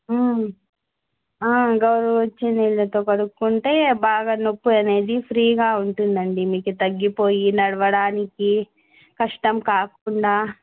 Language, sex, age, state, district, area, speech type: Telugu, female, 18-30, Andhra Pradesh, Annamaya, rural, conversation